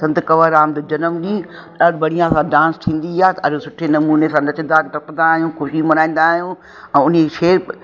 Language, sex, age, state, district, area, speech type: Sindhi, female, 60+, Uttar Pradesh, Lucknow, urban, spontaneous